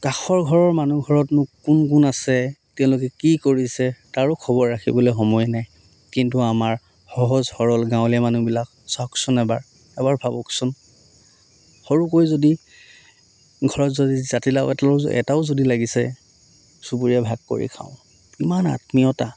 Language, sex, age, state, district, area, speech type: Assamese, male, 30-45, Assam, Dhemaji, rural, spontaneous